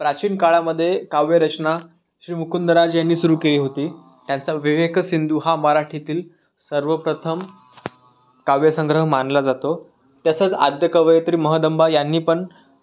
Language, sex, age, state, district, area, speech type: Marathi, male, 18-30, Maharashtra, Raigad, rural, spontaneous